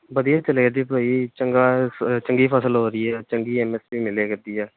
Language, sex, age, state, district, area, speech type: Punjabi, male, 18-30, Punjab, Pathankot, urban, conversation